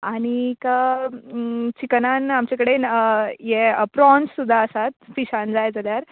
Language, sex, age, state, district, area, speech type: Goan Konkani, female, 18-30, Goa, Quepem, rural, conversation